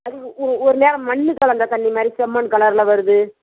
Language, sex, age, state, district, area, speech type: Tamil, female, 60+, Tamil Nadu, Ariyalur, rural, conversation